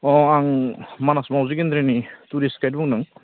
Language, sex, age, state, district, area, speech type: Bodo, male, 18-30, Assam, Baksa, rural, conversation